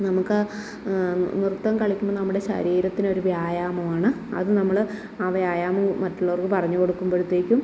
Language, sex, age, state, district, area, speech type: Malayalam, female, 30-45, Kerala, Kottayam, rural, spontaneous